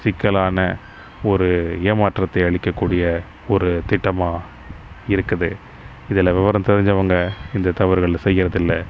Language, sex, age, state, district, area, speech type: Tamil, male, 30-45, Tamil Nadu, Pudukkottai, rural, spontaneous